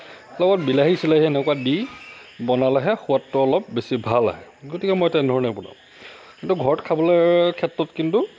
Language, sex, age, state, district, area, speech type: Assamese, male, 45-60, Assam, Lakhimpur, rural, spontaneous